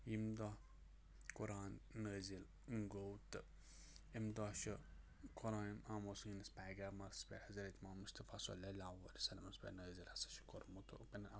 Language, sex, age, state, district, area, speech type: Kashmiri, male, 18-30, Jammu and Kashmir, Kupwara, urban, spontaneous